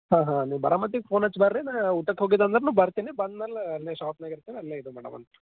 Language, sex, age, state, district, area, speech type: Kannada, male, 18-30, Karnataka, Gulbarga, urban, conversation